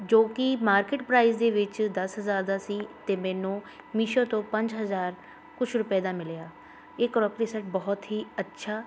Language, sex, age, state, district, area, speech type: Punjabi, female, 30-45, Punjab, Shaheed Bhagat Singh Nagar, urban, spontaneous